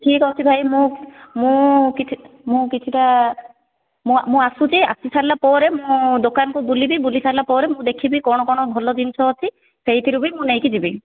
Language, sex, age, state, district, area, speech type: Odia, female, 30-45, Odisha, Kandhamal, rural, conversation